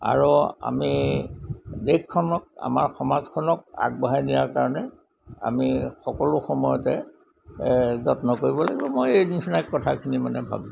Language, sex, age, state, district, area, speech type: Assamese, male, 60+, Assam, Golaghat, urban, spontaneous